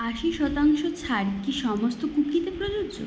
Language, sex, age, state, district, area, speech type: Bengali, female, 18-30, West Bengal, Purulia, urban, read